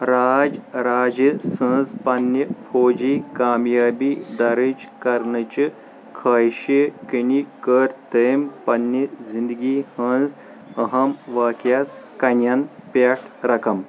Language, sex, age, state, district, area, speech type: Kashmiri, male, 18-30, Jammu and Kashmir, Kulgam, rural, read